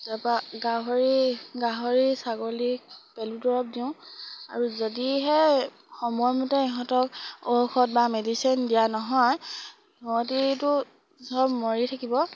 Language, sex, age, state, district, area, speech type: Assamese, female, 18-30, Assam, Sivasagar, rural, spontaneous